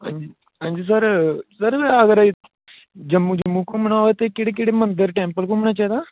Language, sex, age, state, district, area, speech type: Dogri, male, 18-30, Jammu and Kashmir, Jammu, rural, conversation